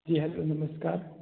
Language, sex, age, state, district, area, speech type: Hindi, male, 30-45, Rajasthan, Jodhpur, urban, conversation